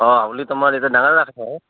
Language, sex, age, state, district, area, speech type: Assamese, male, 30-45, Assam, Barpeta, rural, conversation